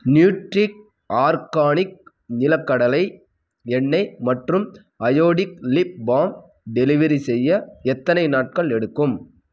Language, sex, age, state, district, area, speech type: Tamil, male, 18-30, Tamil Nadu, Krishnagiri, rural, read